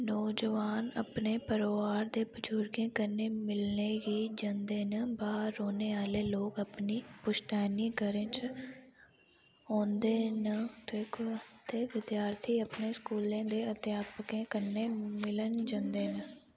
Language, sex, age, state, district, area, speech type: Dogri, female, 18-30, Jammu and Kashmir, Udhampur, rural, read